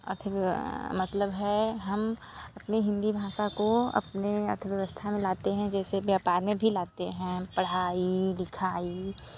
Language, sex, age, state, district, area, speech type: Hindi, female, 45-60, Uttar Pradesh, Mirzapur, urban, spontaneous